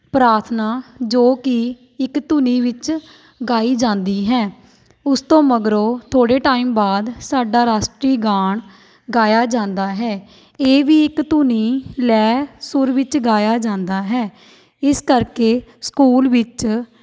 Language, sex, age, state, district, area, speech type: Punjabi, female, 18-30, Punjab, Shaheed Bhagat Singh Nagar, urban, spontaneous